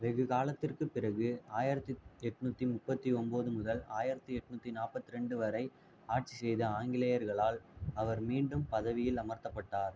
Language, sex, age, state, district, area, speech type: Tamil, male, 45-60, Tamil Nadu, Ariyalur, rural, read